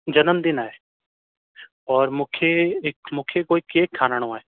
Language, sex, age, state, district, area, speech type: Sindhi, male, 18-30, Rajasthan, Ajmer, urban, conversation